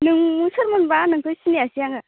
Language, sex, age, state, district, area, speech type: Bodo, female, 18-30, Assam, Baksa, rural, conversation